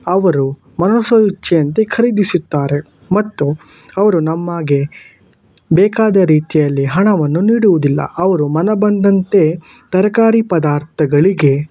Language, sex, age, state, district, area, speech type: Kannada, male, 18-30, Karnataka, Shimoga, rural, spontaneous